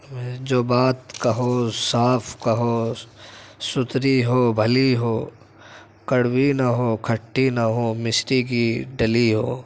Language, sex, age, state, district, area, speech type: Urdu, male, 18-30, Delhi, Central Delhi, urban, spontaneous